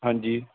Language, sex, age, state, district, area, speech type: Punjabi, male, 30-45, Punjab, Barnala, rural, conversation